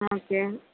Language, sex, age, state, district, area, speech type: Tamil, female, 30-45, Tamil Nadu, Tiruvarur, rural, conversation